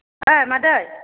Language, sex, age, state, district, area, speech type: Bodo, female, 45-60, Assam, Chirang, rural, conversation